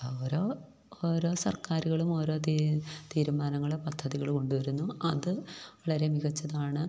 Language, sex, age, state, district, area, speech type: Malayalam, female, 45-60, Kerala, Idukki, rural, spontaneous